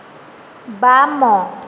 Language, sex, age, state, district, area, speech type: Odia, female, 18-30, Odisha, Nayagarh, rural, read